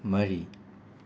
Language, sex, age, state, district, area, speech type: Manipuri, male, 30-45, Manipur, Imphal West, urban, read